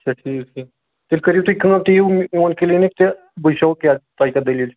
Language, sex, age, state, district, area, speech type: Kashmiri, male, 45-60, Jammu and Kashmir, Srinagar, urban, conversation